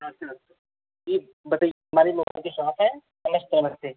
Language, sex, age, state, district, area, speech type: Hindi, male, 18-30, Uttar Pradesh, Azamgarh, rural, conversation